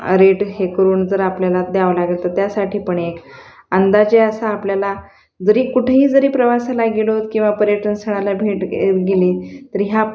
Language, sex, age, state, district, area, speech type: Marathi, female, 45-60, Maharashtra, Osmanabad, rural, spontaneous